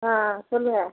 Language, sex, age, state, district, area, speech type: Tamil, female, 30-45, Tamil Nadu, Tiruvannamalai, rural, conversation